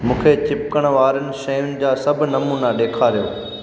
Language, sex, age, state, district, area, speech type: Sindhi, male, 30-45, Gujarat, Junagadh, rural, read